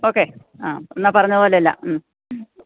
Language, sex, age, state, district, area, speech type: Malayalam, female, 45-60, Kerala, Kannur, rural, conversation